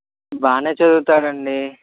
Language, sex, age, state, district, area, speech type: Telugu, male, 18-30, Andhra Pradesh, Eluru, urban, conversation